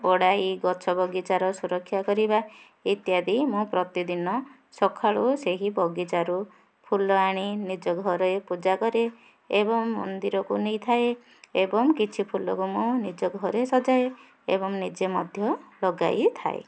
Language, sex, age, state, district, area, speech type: Odia, female, 45-60, Odisha, Ganjam, urban, spontaneous